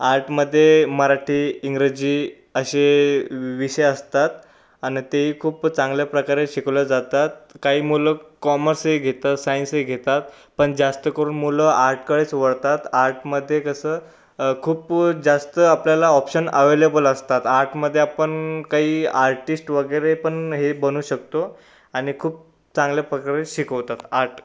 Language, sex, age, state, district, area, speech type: Marathi, male, 18-30, Maharashtra, Buldhana, urban, spontaneous